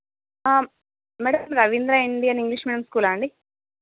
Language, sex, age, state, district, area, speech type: Telugu, female, 30-45, Andhra Pradesh, Visakhapatnam, urban, conversation